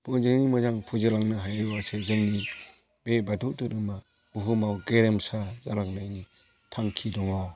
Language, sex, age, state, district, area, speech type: Bodo, male, 45-60, Assam, Chirang, rural, spontaneous